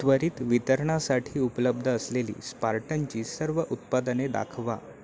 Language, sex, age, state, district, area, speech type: Marathi, male, 18-30, Maharashtra, Sindhudurg, rural, read